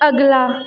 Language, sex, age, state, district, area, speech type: Punjabi, female, 18-30, Punjab, Tarn Taran, rural, read